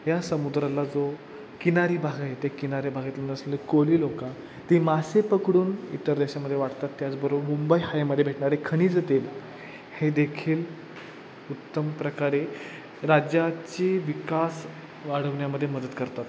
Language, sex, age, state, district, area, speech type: Marathi, male, 18-30, Maharashtra, Satara, urban, spontaneous